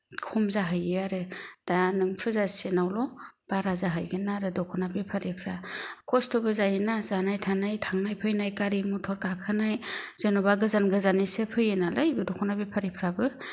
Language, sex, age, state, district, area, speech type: Bodo, female, 45-60, Assam, Kokrajhar, rural, spontaneous